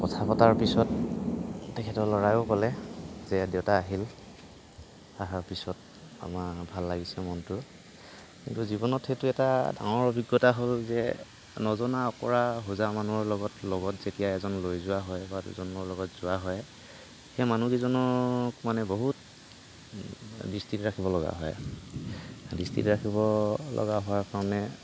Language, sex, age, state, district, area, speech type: Assamese, male, 45-60, Assam, Kamrup Metropolitan, urban, spontaneous